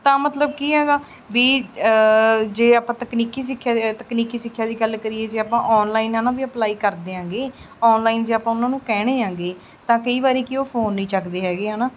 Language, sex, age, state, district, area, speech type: Punjabi, female, 30-45, Punjab, Mansa, urban, spontaneous